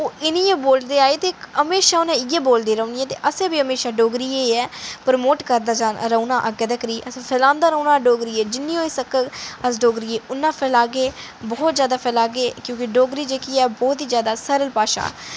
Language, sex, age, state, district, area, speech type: Dogri, female, 30-45, Jammu and Kashmir, Udhampur, urban, spontaneous